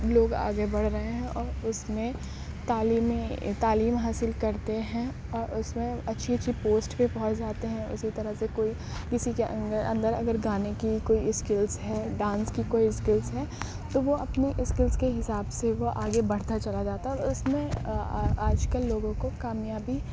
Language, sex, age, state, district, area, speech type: Urdu, female, 18-30, Uttar Pradesh, Aligarh, urban, spontaneous